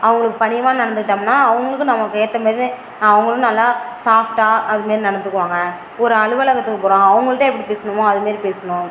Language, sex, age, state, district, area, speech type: Tamil, female, 18-30, Tamil Nadu, Ariyalur, rural, spontaneous